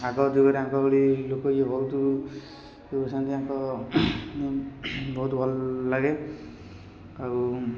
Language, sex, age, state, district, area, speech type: Odia, male, 18-30, Odisha, Puri, urban, spontaneous